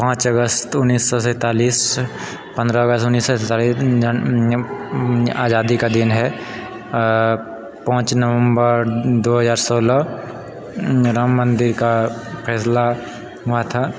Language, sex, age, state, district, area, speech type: Maithili, male, 30-45, Bihar, Purnia, rural, spontaneous